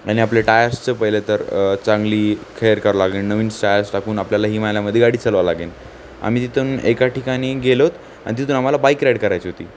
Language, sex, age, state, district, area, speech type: Marathi, male, 18-30, Maharashtra, Nanded, urban, spontaneous